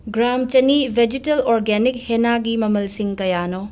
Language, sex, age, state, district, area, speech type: Manipuri, female, 30-45, Manipur, Imphal West, urban, read